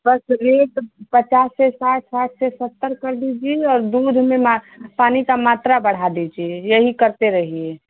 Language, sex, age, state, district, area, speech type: Hindi, female, 18-30, Uttar Pradesh, Chandauli, rural, conversation